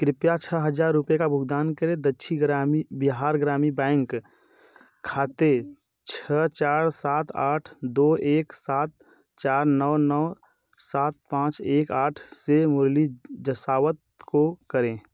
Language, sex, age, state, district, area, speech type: Hindi, male, 18-30, Uttar Pradesh, Bhadohi, rural, read